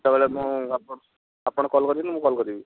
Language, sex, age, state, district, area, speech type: Odia, male, 45-60, Odisha, Kendujhar, urban, conversation